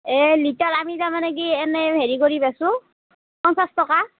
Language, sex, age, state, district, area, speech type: Assamese, female, 30-45, Assam, Darrang, rural, conversation